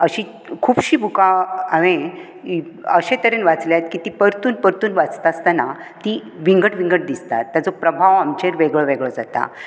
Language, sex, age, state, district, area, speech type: Goan Konkani, female, 60+, Goa, Bardez, urban, spontaneous